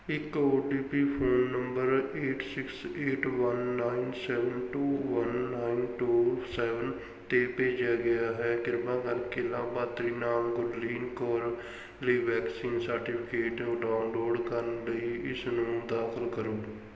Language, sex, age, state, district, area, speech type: Punjabi, male, 18-30, Punjab, Barnala, rural, read